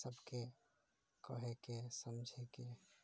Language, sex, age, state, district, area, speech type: Maithili, male, 30-45, Bihar, Saharsa, rural, spontaneous